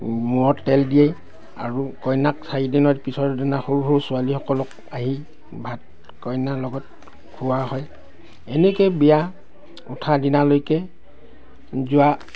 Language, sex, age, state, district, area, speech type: Assamese, male, 60+, Assam, Dibrugarh, rural, spontaneous